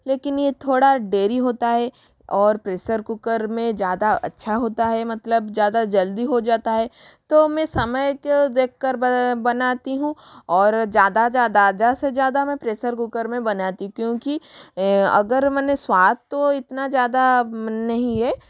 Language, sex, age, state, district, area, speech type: Hindi, female, 30-45, Rajasthan, Jodhpur, rural, spontaneous